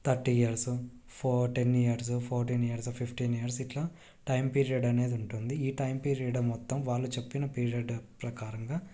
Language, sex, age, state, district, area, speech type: Telugu, male, 18-30, Andhra Pradesh, Krishna, urban, spontaneous